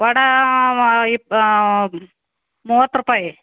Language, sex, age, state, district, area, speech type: Kannada, female, 45-60, Karnataka, Gadag, rural, conversation